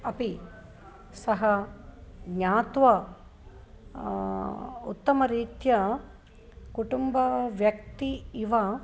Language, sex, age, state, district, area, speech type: Sanskrit, female, 45-60, Telangana, Nirmal, urban, spontaneous